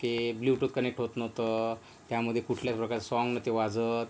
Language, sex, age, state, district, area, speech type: Marathi, male, 60+, Maharashtra, Yavatmal, rural, spontaneous